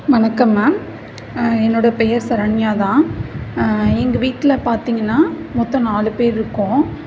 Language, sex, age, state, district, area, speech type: Tamil, female, 45-60, Tamil Nadu, Mayiladuthurai, rural, spontaneous